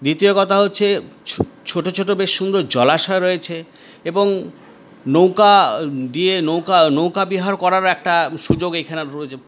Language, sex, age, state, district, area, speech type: Bengali, male, 60+, West Bengal, Paschim Bardhaman, urban, spontaneous